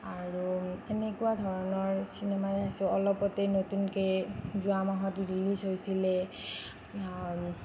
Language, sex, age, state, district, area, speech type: Assamese, female, 45-60, Assam, Nagaon, rural, spontaneous